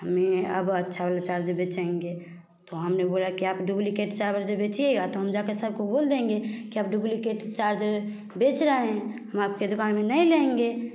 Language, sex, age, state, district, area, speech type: Hindi, female, 18-30, Bihar, Samastipur, urban, spontaneous